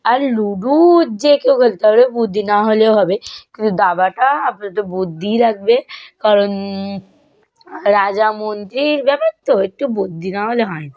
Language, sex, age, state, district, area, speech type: Bengali, female, 18-30, West Bengal, North 24 Parganas, rural, spontaneous